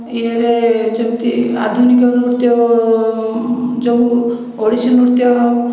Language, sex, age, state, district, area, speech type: Odia, female, 60+, Odisha, Khordha, rural, spontaneous